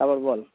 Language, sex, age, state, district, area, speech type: Bengali, male, 30-45, West Bengal, North 24 Parganas, urban, conversation